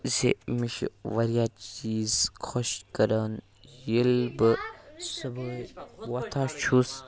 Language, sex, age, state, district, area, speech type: Kashmiri, male, 18-30, Jammu and Kashmir, Kupwara, rural, spontaneous